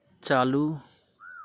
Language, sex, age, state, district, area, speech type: Hindi, male, 30-45, Bihar, Muzaffarpur, rural, read